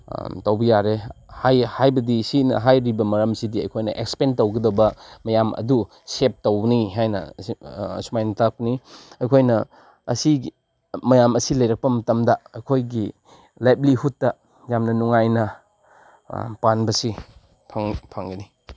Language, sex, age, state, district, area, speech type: Manipuri, male, 30-45, Manipur, Chandel, rural, spontaneous